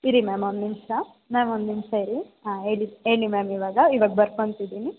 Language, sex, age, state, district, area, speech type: Kannada, female, 18-30, Karnataka, Chikkaballapur, rural, conversation